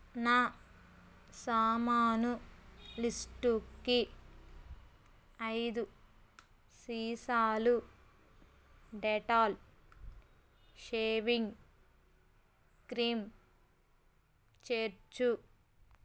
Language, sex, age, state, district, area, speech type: Telugu, female, 30-45, Andhra Pradesh, West Godavari, rural, read